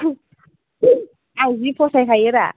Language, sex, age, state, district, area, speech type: Bodo, female, 18-30, Assam, Chirang, urban, conversation